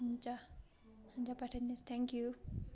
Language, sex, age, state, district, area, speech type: Nepali, female, 45-60, West Bengal, Darjeeling, rural, spontaneous